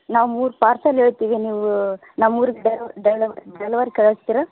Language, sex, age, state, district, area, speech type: Kannada, female, 30-45, Karnataka, Vijayanagara, rural, conversation